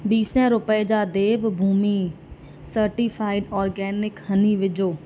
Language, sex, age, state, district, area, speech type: Sindhi, female, 30-45, Madhya Pradesh, Katni, rural, read